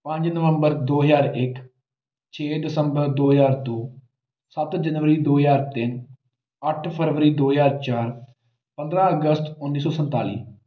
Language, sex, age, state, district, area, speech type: Punjabi, male, 30-45, Punjab, Amritsar, urban, spontaneous